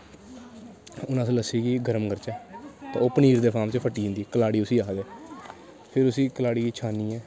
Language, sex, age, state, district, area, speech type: Dogri, male, 18-30, Jammu and Kashmir, Kathua, rural, spontaneous